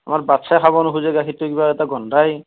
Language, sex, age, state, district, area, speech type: Assamese, male, 30-45, Assam, Nalbari, rural, conversation